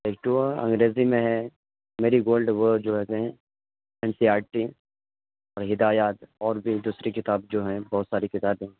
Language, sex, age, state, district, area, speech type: Urdu, male, 18-30, Bihar, Purnia, rural, conversation